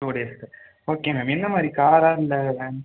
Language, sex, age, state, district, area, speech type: Tamil, male, 18-30, Tamil Nadu, Pudukkottai, rural, conversation